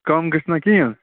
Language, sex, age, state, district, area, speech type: Kashmiri, male, 60+, Jammu and Kashmir, Budgam, rural, conversation